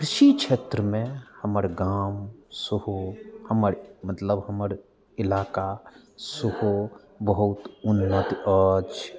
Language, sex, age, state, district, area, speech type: Maithili, male, 45-60, Bihar, Madhubani, rural, spontaneous